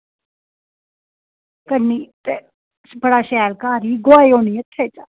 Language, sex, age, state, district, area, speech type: Dogri, female, 30-45, Jammu and Kashmir, Reasi, rural, conversation